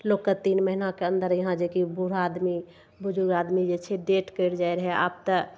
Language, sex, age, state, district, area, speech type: Maithili, female, 45-60, Bihar, Begusarai, urban, spontaneous